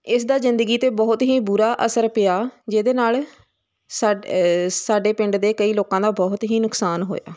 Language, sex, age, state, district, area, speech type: Punjabi, female, 30-45, Punjab, Hoshiarpur, rural, spontaneous